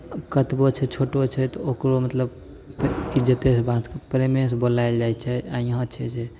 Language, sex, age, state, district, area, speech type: Maithili, male, 18-30, Bihar, Begusarai, urban, spontaneous